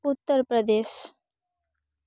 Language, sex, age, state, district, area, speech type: Santali, female, 18-30, West Bengal, Purba Bardhaman, rural, spontaneous